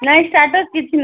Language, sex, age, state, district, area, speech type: Odia, female, 30-45, Odisha, Koraput, urban, conversation